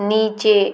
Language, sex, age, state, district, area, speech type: Hindi, female, 30-45, Madhya Pradesh, Gwalior, urban, read